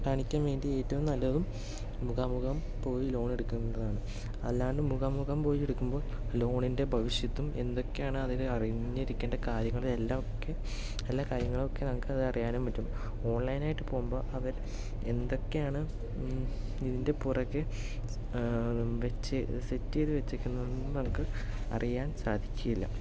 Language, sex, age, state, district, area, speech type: Malayalam, male, 18-30, Kerala, Palakkad, urban, spontaneous